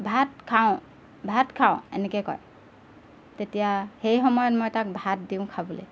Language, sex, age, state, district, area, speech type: Assamese, female, 30-45, Assam, Golaghat, urban, spontaneous